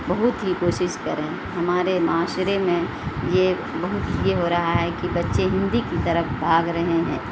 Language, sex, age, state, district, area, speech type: Urdu, female, 60+, Bihar, Supaul, rural, spontaneous